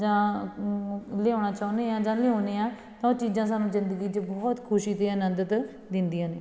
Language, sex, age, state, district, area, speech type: Punjabi, female, 30-45, Punjab, Fatehgarh Sahib, urban, spontaneous